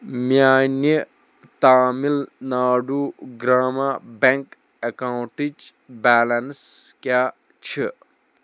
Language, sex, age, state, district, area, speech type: Kashmiri, male, 18-30, Jammu and Kashmir, Bandipora, rural, read